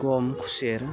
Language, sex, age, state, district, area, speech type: Bodo, female, 30-45, Assam, Udalguri, urban, spontaneous